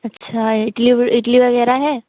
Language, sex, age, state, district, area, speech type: Hindi, female, 18-30, Uttar Pradesh, Ghazipur, rural, conversation